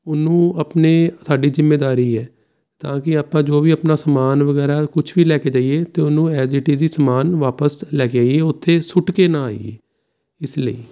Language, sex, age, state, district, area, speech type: Punjabi, male, 30-45, Punjab, Jalandhar, urban, spontaneous